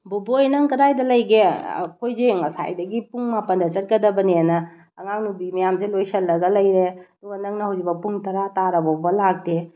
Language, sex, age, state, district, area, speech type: Manipuri, female, 30-45, Manipur, Bishnupur, rural, spontaneous